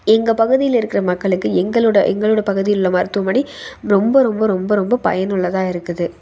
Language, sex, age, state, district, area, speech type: Tamil, female, 18-30, Tamil Nadu, Tiruppur, rural, spontaneous